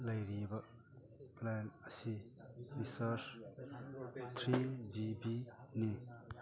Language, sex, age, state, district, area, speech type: Manipuri, male, 60+, Manipur, Chandel, rural, read